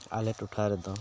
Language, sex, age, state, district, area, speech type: Santali, male, 30-45, Jharkhand, Pakur, rural, spontaneous